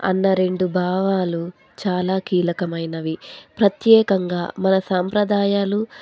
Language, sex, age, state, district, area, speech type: Telugu, female, 18-30, Andhra Pradesh, Anantapur, rural, spontaneous